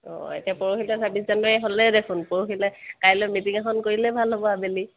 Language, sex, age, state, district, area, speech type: Assamese, female, 30-45, Assam, Kamrup Metropolitan, urban, conversation